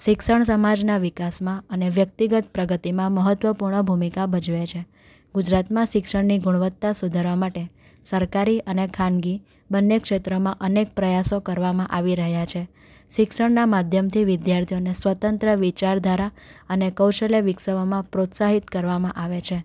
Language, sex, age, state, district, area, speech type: Gujarati, female, 18-30, Gujarat, Anand, urban, spontaneous